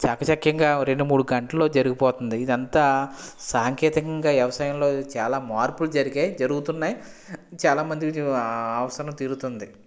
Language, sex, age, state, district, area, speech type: Telugu, male, 30-45, Andhra Pradesh, West Godavari, rural, spontaneous